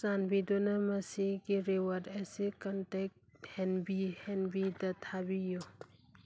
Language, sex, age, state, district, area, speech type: Manipuri, female, 30-45, Manipur, Churachandpur, rural, read